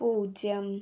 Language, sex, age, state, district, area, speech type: Malayalam, female, 18-30, Kerala, Wayanad, rural, read